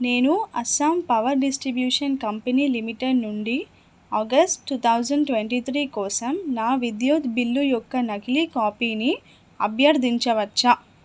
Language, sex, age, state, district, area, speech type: Telugu, female, 18-30, Telangana, Hanamkonda, urban, read